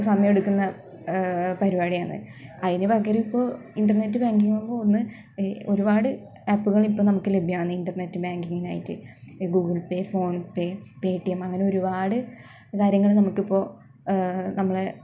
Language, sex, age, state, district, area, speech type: Malayalam, female, 18-30, Kerala, Kasaragod, rural, spontaneous